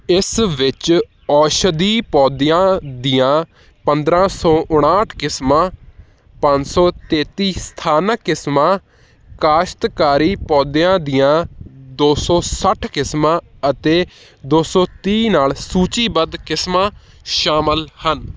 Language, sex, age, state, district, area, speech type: Punjabi, male, 18-30, Punjab, Hoshiarpur, urban, read